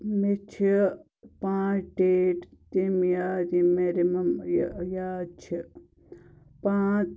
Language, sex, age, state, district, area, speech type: Kashmiri, female, 18-30, Jammu and Kashmir, Pulwama, rural, spontaneous